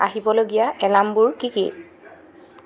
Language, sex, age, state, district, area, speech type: Assamese, female, 18-30, Assam, Jorhat, urban, read